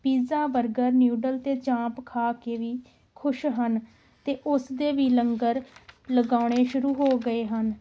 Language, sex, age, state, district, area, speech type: Punjabi, female, 18-30, Punjab, Amritsar, urban, spontaneous